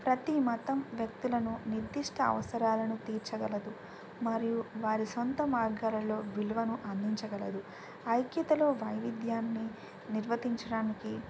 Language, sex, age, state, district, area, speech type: Telugu, female, 18-30, Telangana, Bhadradri Kothagudem, rural, spontaneous